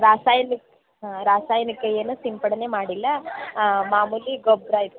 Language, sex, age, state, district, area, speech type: Kannada, female, 18-30, Karnataka, Gadag, urban, conversation